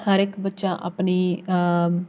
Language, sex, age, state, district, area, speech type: Dogri, female, 18-30, Jammu and Kashmir, Jammu, rural, spontaneous